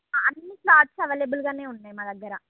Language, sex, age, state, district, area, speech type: Telugu, female, 30-45, Andhra Pradesh, Srikakulam, urban, conversation